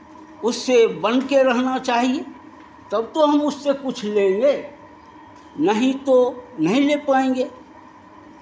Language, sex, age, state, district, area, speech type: Hindi, male, 60+, Bihar, Begusarai, rural, spontaneous